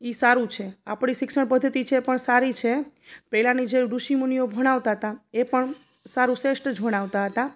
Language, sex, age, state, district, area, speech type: Gujarati, female, 30-45, Gujarat, Junagadh, urban, spontaneous